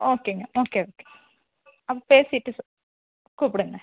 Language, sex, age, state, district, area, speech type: Tamil, female, 30-45, Tamil Nadu, Theni, urban, conversation